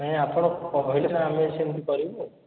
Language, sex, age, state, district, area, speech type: Odia, male, 18-30, Odisha, Puri, urban, conversation